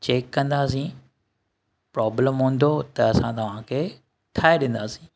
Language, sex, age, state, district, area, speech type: Sindhi, male, 30-45, Maharashtra, Thane, urban, spontaneous